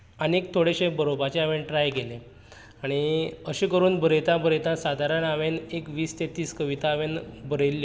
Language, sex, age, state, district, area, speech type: Goan Konkani, male, 18-30, Goa, Canacona, rural, spontaneous